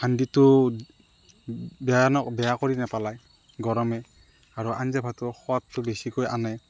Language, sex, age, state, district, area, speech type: Assamese, male, 30-45, Assam, Morigaon, rural, spontaneous